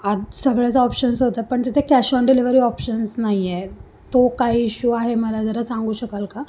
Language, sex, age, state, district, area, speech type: Marathi, female, 18-30, Maharashtra, Sangli, urban, spontaneous